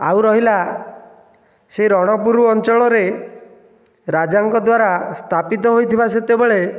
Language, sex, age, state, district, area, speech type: Odia, male, 30-45, Odisha, Nayagarh, rural, spontaneous